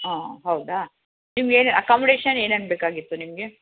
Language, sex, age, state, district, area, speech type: Kannada, female, 60+, Karnataka, Chamarajanagar, urban, conversation